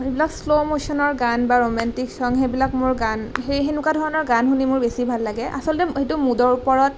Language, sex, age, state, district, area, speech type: Assamese, female, 18-30, Assam, Nalbari, rural, spontaneous